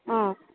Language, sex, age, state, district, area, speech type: Assamese, female, 30-45, Assam, Dibrugarh, rural, conversation